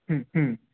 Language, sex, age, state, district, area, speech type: Bengali, male, 18-30, West Bengal, Bankura, urban, conversation